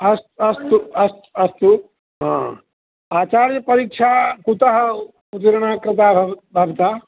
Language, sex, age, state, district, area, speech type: Sanskrit, male, 60+, Bihar, Madhubani, urban, conversation